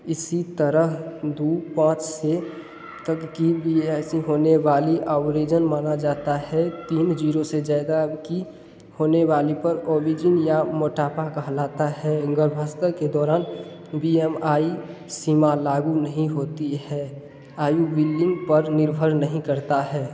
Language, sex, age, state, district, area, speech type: Hindi, male, 18-30, Bihar, Darbhanga, rural, spontaneous